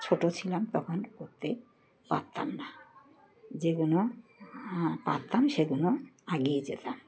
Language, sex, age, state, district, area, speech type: Bengali, female, 60+, West Bengal, Uttar Dinajpur, urban, spontaneous